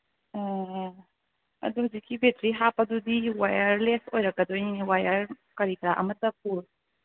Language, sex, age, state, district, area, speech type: Manipuri, female, 18-30, Manipur, Kangpokpi, urban, conversation